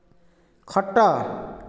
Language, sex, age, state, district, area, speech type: Odia, male, 45-60, Odisha, Nayagarh, rural, read